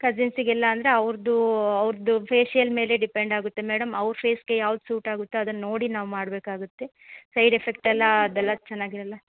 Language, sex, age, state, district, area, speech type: Kannada, female, 30-45, Karnataka, Chitradurga, rural, conversation